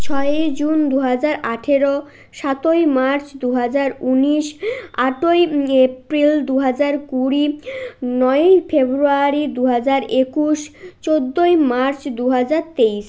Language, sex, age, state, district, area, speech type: Bengali, male, 18-30, West Bengal, Jalpaiguri, rural, spontaneous